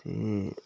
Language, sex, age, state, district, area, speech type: Punjabi, male, 30-45, Punjab, Patiala, rural, spontaneous